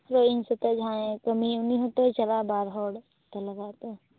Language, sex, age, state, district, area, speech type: Santali, female, 18-30, West Bengal, Purba Bardhaman, rural, conversation